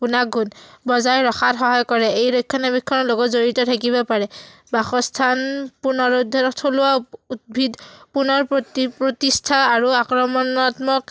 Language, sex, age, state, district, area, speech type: Assamese, female, 18-30, Assam, Udalguri, rural, spontaneous